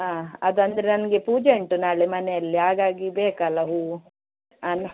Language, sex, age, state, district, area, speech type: Kannada, female, 45-60, Karnataka, Udupi, rural, conversation